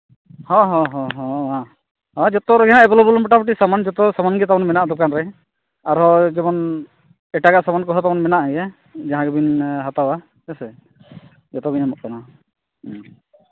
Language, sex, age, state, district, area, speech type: Santali, male, 30-45, Jharkhand, East Singhbhum, rural, conversation